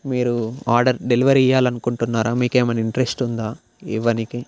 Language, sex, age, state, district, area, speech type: Telugu, male, 18-30, Telangana, Peddapalli, rural, spontaneous